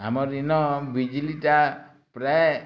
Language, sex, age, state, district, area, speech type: Odia, male, 60+, Odisha, Bargarh, rural, spontaneous